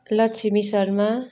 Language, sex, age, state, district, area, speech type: Nepali, female, 45-60, West Bengal, Darjeeling, rural, spontaneous